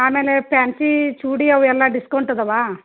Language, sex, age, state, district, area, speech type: Kannada, female, 30-45, Karnataka, Gadag, rural, conversation